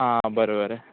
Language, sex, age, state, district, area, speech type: Goan Konkani, male, 18-30, Goa, Murmgao, urban, conversation